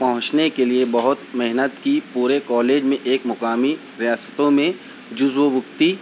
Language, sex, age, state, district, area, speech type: Urdu, male, 30-45, Maharashtra, Nashik, urban, spontaneous